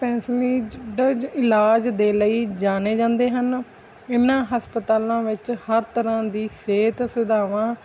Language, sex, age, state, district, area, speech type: Punjabi, female, 30-45, Punjab, Mansa, urban, spontaneous